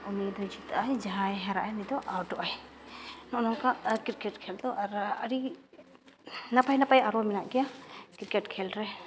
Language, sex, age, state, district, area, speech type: Santali, female, 30-45, Jharkhand, East Singhbhum, rural, spontaneous